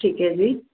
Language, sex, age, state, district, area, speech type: Punjabi, female, 30-45, Punjab, Mohali, urban, conversation